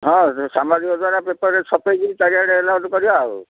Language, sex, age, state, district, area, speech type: Odia, male, 60+, Odisha, Gajapati, rural, conversation